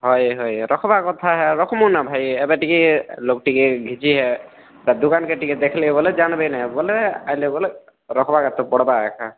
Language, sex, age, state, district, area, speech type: Odia, male, 30-45, Odisha, Kalahandi, rural, conversation